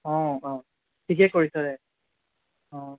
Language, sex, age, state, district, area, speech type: Assamese, male, 18-30, Assam, Kamrup Metropolitan, rural, conversation